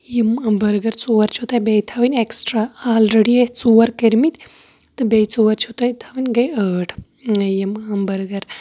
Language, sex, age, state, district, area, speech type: Kashmiri, female, 30-45, Jammu and Kashmir, Shopian, rural, spontaneous